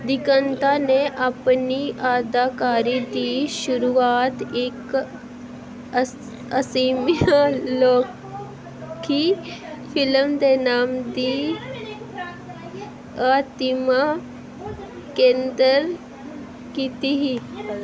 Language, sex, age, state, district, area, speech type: Dogri, female, 18-30, Jammu and Kashmir, Reasi, rural, read